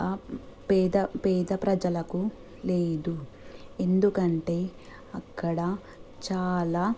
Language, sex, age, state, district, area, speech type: Telugu, female, 30-45, Telangana, Medchal, urban, spontaneous